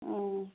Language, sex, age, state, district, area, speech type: Bodo, female, 45-60, Assam, Kokrajhar, rural, conversation